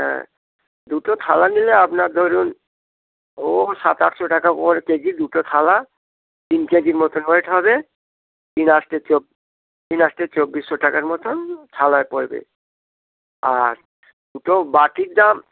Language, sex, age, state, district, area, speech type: Bengali, male, 60+, West Bengal, Dakshin Dinajpur, rural, conversation